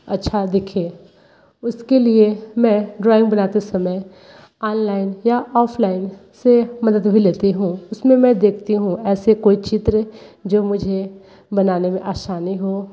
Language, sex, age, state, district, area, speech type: Hindi, female, 30-45, Uttar Pradesh, Sonbhadra, rural, spontaneous